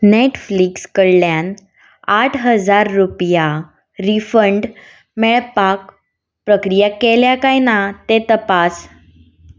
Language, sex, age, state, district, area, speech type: Goan Konkani, female, 18-30, Goa, Ponda, rural, read